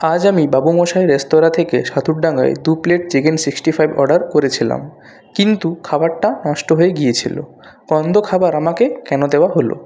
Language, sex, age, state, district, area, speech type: Bengali, male, 30-45, West Bengal, Purulia, urban, spontaneous